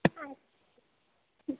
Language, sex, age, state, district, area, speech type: Bengali, female, 18-30, West Bengal, Alipurduar, rural, conversation